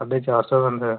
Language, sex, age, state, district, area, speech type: Dogri, male, 18-30, Jammu and Kashmir, Udhampur, rural, conversation